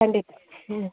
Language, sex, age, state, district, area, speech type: Kannada, female, 30-45, Karnataka, Mandya, urban, conversation